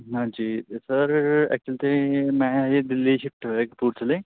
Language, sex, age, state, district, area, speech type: Punjabi, male, 18-30, Punjab, Kapurthala, rural, conversation